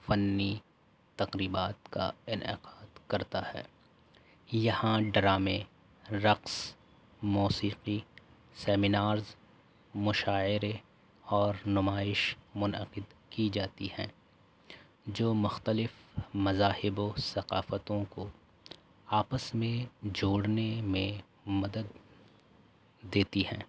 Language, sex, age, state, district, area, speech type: Urdu, male, 18-30, Delhi, North East Delhi, urban, spontaneous